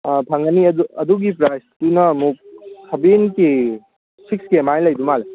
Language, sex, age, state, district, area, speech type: Manipuri, male, 18-30, Manipur, Kangpokpi, urban, conversation